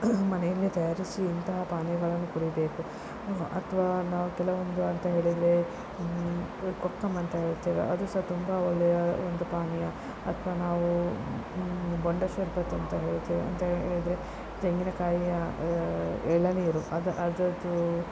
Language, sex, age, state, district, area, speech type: Kannada, female, 30-45, Karnataka, Shimoga, rural, spontaneous